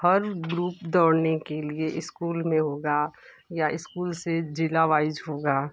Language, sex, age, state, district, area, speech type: Hindi, female, 30-45, Uttar Pradesh, Ghazipur, rural, spontaneous